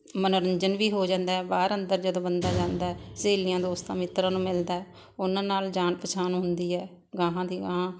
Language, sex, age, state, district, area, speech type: Punjabi, female, 60+, Punjab, Barnala, rural, spontaneous